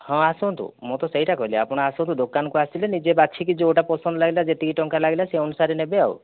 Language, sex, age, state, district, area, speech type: Odia, male, 30-45, Odisha, Kandhamal, rural, conversation